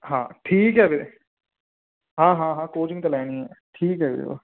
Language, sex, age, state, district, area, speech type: Punjabi, male, 18-30, Punjab, Fazilka, urban, conversation